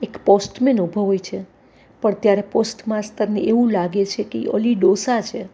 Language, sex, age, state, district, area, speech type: Gujarati, female, 60+, Gujarat, Rajkot, urban, spontaneous